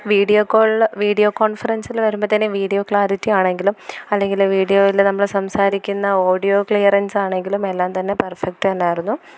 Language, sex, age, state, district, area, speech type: Malayalam, female, 18-30, Kerala, Thiruvananthapuram, rural, spontaneous